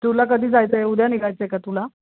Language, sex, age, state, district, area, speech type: Marathi, female, 60+, Maharashtra, Ahmednagar, urban, conversation